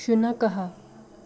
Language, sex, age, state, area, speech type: Sanskrit, female, 18-30, Goa, rural, read